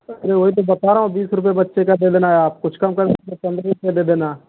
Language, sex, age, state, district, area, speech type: Hindi, male, 30-45, Uttar Pradesh, Mau, urban, conversation